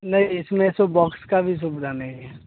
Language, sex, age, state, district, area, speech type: Hindi, male, 18-30, Bihar, Samastipur, urban, conversation